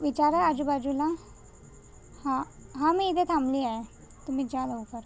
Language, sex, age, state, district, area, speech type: Marathi, female, 30-45, Maharashtra, Nagpur, urban, spontaneous